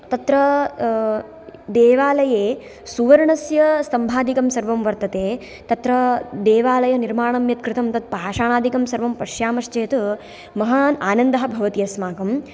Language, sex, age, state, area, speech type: Sanskrit, female, 18-30, Gujarat, rural, spontaneous